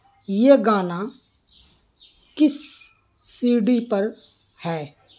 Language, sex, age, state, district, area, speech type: Urdu, male, 18-30, Bihar, Purnia, rural, read